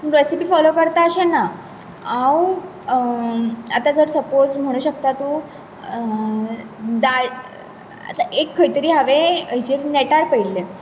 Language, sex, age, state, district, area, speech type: Goan Konkani, female, 18-30, Goa, Bardez, urban, spontaneous